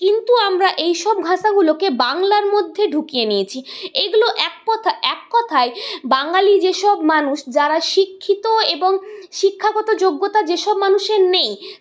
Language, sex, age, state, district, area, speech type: Bengali, female, 30-45, West Bengal, Purulia, urban, spontaneous